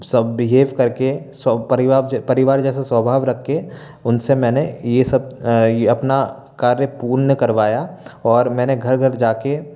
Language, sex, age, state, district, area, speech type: Hindi, male, 18-30, Madhya Pradesh, Bhopal, urban, spontaneous